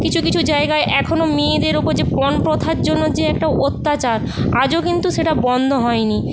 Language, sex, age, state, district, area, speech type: Bengali, female, 45-60, West Bengal, Paschim Medinipur, rural, spontaneous